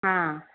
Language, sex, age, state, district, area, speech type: Tamil, female, 45-60, Tamil Nadu, Tiruppur, rural, conversation